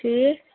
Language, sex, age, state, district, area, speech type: Kashmiri, female, 30-45, Jammu and Kashmir, Kulgam, rural, conversation